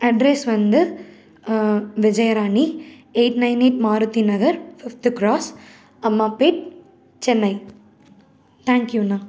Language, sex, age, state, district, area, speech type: Tamil, female, 18-30, Tamil Nadu, Salem, urban, spontaneous